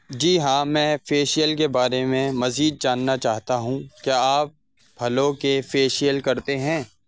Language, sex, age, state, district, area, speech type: Urdu, male, 18-30, Uttar Pradesh, Saharanpur, urban, read